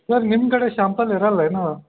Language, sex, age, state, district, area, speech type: Kannada, male, 30-45, Karnataka, Belgaum, urban, conversation